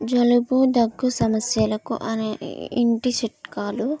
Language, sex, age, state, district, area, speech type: Telugu, female, 18-30, Andhra Pradesh, Krishna, rural, spontaneous